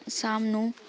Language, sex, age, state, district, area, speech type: Punjabi, female, 18-30, Punjab, Shaheed Bhagat Singh Nagar, rural, spontaneous